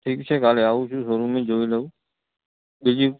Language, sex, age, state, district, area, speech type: Gujarati, male, 30-45, Gujarat, Kutch, urban, conversation